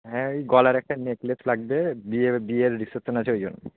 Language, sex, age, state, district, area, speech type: Bengali, male, 18-30, West Bengal, Murshidabad, urban, conversation